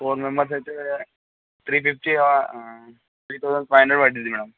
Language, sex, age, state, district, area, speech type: Telugu, male, 18-30, Andhra Pradesh, Anantapur, urban, conversation